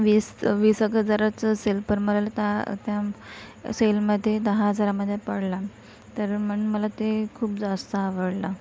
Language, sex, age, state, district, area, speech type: Marathi, female, 45-60, Maharashtra, Nagpur, rural, spontaneous